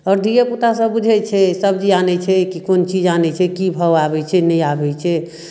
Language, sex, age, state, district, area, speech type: Maithili, female, 45-60, Bihar, Darbhanga, rural, spontaneous